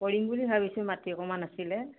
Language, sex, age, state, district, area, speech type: Assamese, female, 30-45, Assam, Jorhat, urban, conversation